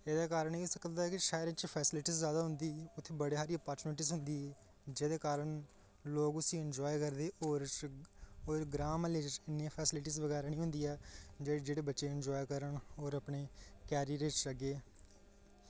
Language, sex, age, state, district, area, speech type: Dogri, male, 18-30, Jammu and Kashmir, Reasi, rural, spontaneous